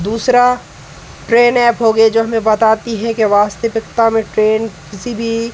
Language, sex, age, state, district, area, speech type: Hindi, male, 18-30, Madhya Pradesh, Hoshangabad, rural, spontaneous